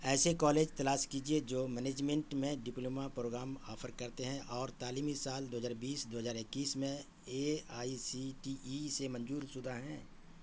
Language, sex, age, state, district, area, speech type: Urdu, male, 45-60, Bihar, Saharsa, rural, read